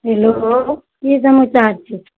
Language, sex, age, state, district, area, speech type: Maithili, female, 45-60, Bihar, Araria, rural, conversation